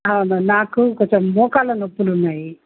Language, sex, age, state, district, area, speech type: Telugu, female, 60+, Telangana, Hyderabad, urban, conversation